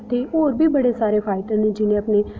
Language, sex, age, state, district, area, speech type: Dogri, female, 18-30, Jammu and Kashmir, Udhampur, rural, spontaneous